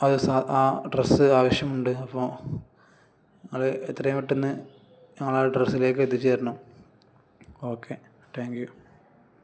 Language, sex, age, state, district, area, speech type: Malayalam, male, 18-30, Kerala, Kozhikode, rural, spontaneous